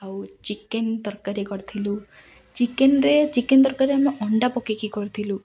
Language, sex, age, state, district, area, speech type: Odia, female, 18-30, Odisha, Ganjam, urban, spontaneous